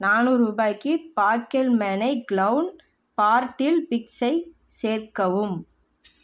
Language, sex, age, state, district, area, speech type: Tamil, female, 18-30, Tamil Nadu, Namakkal, rural, read